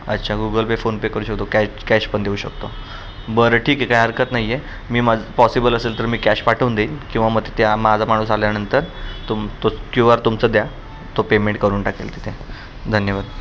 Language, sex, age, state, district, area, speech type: Marathi, male, 30-45, Maharashtra, Pune, urban, spontaneous